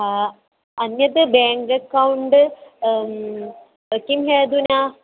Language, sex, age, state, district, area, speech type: Sanskrit, female, 18-30, Kerala, Kozhikode, rural, conversation